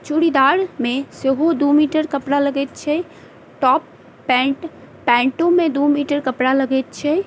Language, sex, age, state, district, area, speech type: Maithili, female, 30-45, Bihar, Madhubani, rural, spontaneous